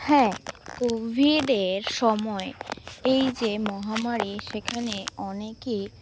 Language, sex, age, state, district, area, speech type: Bengali, female, 18-30, West Bengal, Alipurduar, rural, spontaneous